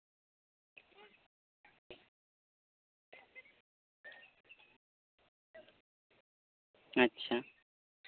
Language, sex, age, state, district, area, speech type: Santali, male, 18-30, West Bengal, Jhargram, rural, conversation